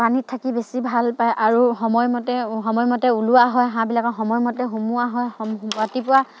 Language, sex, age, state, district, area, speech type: Assamese, female, 45-60, Assam, Dibrugarh, rural, spontaneous